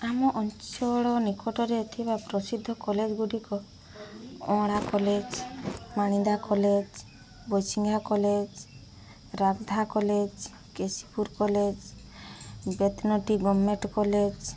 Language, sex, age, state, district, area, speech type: Odia, female, 30-45, Odisha, Mayurbhanj, rural, spontaneous